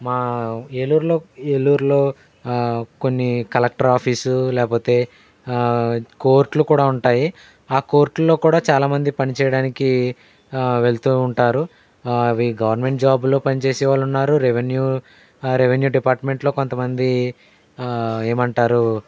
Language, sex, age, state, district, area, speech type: Telugu, male, 18-30, Andhra Pradesh, Eluru, rural, spontaneous